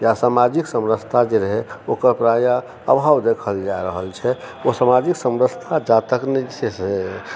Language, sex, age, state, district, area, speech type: Maithili, male, 45-60, Bihar, Supaul, rural, spontaneous